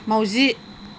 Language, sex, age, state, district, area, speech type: Bodo, female, 45-60, Assam, Chirang, rural, read